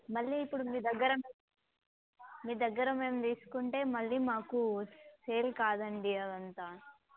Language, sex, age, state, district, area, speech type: Telugu, female, 18-30, Telangana, Mulugu, rural, conversation